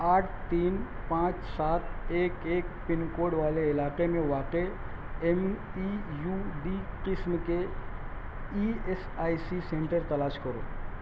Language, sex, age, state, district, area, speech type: Urdu, male, 45-60, Maharashtra, Nashik, urban, read